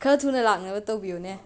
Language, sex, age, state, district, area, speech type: Manipuri, other, 45-60, Manipur, Imphal West, urban, spontaneous